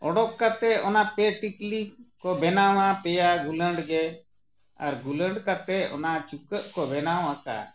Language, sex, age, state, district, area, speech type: Santali, male, 60+, Jharkhand, Bokaro, rural, spontaneous